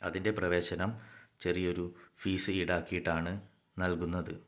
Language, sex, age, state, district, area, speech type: Malayalam, male, 18-30, Kerala, Kannur, rural, spontaneous